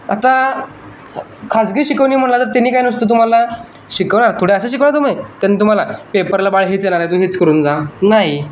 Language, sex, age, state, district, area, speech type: Marathi, male, 18-30, Maharashtra, Sangli, urban, spontaneous